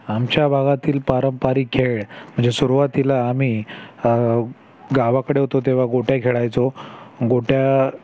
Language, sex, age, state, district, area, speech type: Marathi, male, 30-45, Maharashtra, Thane, urban, spontaneous